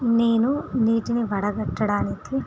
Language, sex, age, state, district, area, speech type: Telugu, female, 45-60, Andhra Pradesh, Visakhapatnam, urban, spontaneous